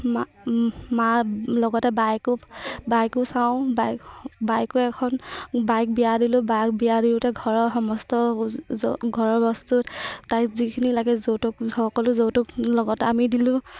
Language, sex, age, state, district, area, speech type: Assamese, female, 18-30, Assam, Sivasagar, rural, spontaneous